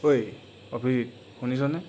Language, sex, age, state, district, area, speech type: Assamese, male, 45-60, Assam, Charaideo, rural, spontaneous